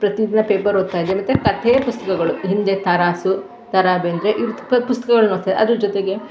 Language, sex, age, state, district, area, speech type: Kannada, female, 45-60, Karnataka, Mandya, rural, spontaneous